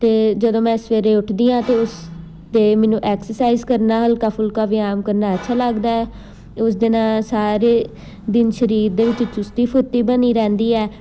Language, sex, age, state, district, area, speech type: Punjabi, female, 30-45, Punjab, Amritsar, urban, spontaneous